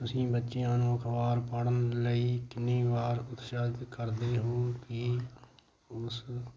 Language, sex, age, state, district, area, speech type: Punjabi, male, 45-60, Punjab, Hoshiarpur, rural, spontaneous